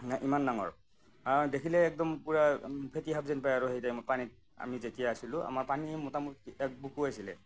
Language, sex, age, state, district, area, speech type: Assamese, male, 30-45, Assam, Nagaon, rural, spontaneous